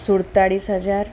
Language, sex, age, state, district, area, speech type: Gujarati, female, 30-45, Gujarat, Kheda, urban, spontaneous